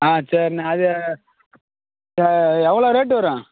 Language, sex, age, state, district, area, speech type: Tamil, male, 18-30, Tamil Nadu, Madurai, rural, conversation